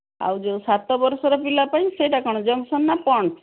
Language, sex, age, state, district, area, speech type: Odia, female, 60+, Odisha, Gajapati, rural, conversation